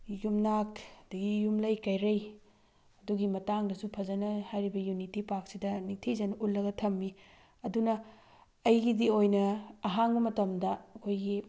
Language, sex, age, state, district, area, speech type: Manipuri, female, 30-45, Manipur, Thoubal, urban, spontaneous